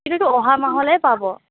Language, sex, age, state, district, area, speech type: Assamese, female, 18-30, Assam, Morigaon, rural, conversation